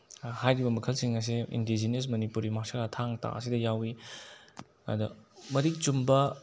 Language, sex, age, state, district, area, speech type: Manipuri, male, 18-30, Manipur, Bishnupur, rural, spontaneous